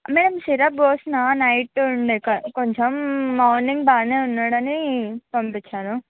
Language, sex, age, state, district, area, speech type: Telugu, female, 18-30, Andhra Pradesh, Visakhapatnam, urban, conversation